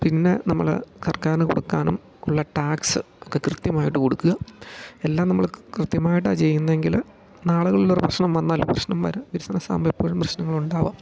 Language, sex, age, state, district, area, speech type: Malayalam, male, 30-45, Kerala, Idukki, rural, spontaneous